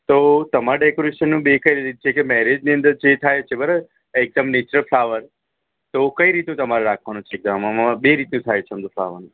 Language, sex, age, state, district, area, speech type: Gujarati, male, 30-45, Gujarat, Ahmedabad, urban, conversation